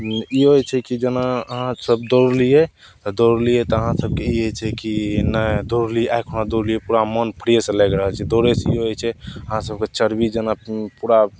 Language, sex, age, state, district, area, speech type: Maithili, male, 18-30, Bihar, Madhepura, rural, spontaneous